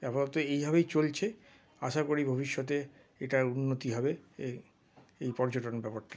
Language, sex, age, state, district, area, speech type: Bengali, male, 60+, West Bengal, Paschim Bardhaman, urban, spontaneous